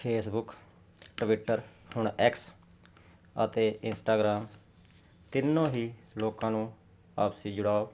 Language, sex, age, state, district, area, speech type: Punjabi, male, 45-60, Punjab, Jalandhar, urban, spontaneous